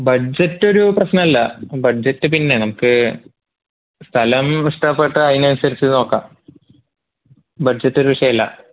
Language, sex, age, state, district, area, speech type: Malayalam, male, 30-45, Kerala, Palakkad, rural, conversation